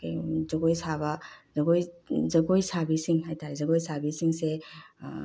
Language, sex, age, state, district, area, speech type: Manipuri, female, 30-45, Manipur, Bishnupur, rural, spontaneous